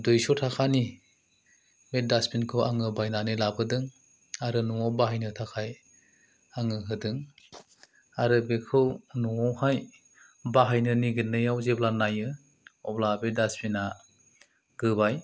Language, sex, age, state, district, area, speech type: Bodo, male, 30-45, Assam, Chirang, rural, spontaneous